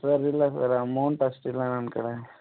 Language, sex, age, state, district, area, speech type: Kannada, male, 30-45, Karnataka, Belgaum, rural, conversation